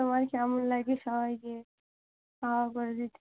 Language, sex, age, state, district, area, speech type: Bengali, female, 45-60, West Bengal, Dakshin Dinajpur, urban, conversation